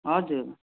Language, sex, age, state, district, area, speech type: Nepali, female, 45-60, West Bengal, Jalpaiguri, rural, conversation